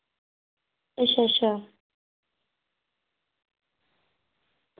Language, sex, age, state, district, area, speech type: Dogri, female, 30-45, Jammu and Kashmir, Reasi, rural, conversation